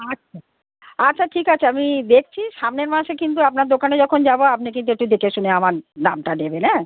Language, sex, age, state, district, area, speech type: Bengali, female, 60+, West Bengal, North 24 Parganas, urban, conversation